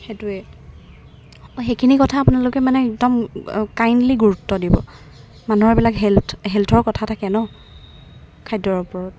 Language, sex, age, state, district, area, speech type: Assamese, female, 18-30, Assam, Golaghat, urban, spontaneous